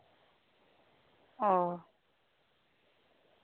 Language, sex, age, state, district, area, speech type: Santali, female, 30-45, West Bengal, Birbhum, rural, conversation